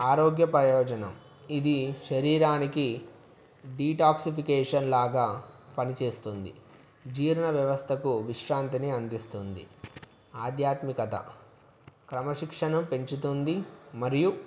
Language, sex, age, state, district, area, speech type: Telugu, male, 18-30, Telangana, Wanaparthy, urban, spontaneous